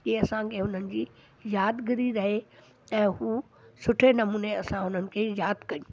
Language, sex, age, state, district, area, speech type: Sindhi, female, 60+, Delhi, South Delhi, rural, spontaneous